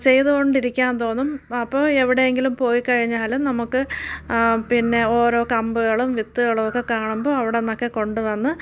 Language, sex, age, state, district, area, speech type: Malayalam, female, 30-45, Kerala, Thiruvananthapuram, rural, spontaneous